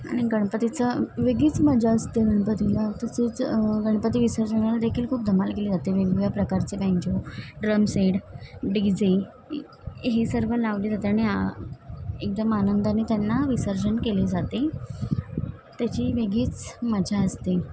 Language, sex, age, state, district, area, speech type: Marathi, female, 18-30, Maharashtra, Mumbai Suburban, urban, spontaneous